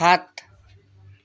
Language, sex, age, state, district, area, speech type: Assamese, male, 18-30, Assam, Charaideo, urban, read